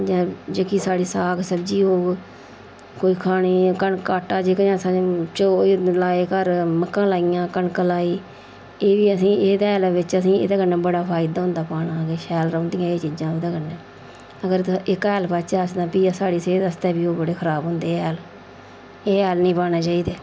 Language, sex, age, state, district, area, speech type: Dogri, female, 45-60, Jammu and Kashmir, Udhampur, rural, spontaneous